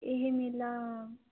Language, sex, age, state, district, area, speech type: Punjabi, female, 18-30, Punjab, Muktsar, rural, conversation